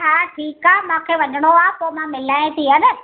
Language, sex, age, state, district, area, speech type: Sindhi, female, 45-60, Gujarat, Ahmedabad, rural, conversation